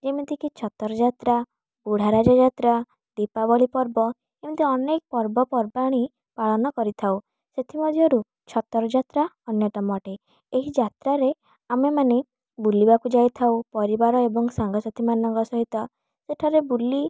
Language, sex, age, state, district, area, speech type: Odia, female, 18-30, Odisha, Kalahandi, rural, spontaneous